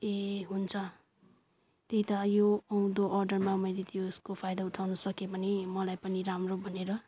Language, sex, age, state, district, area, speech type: Nepali, female, 30-45, West Bengal, Kalimpong, rural, spontaneous